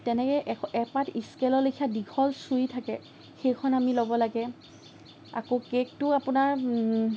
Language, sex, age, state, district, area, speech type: Assamese, female, 18-30, Assam, Lakhimpur, rural, spontaneous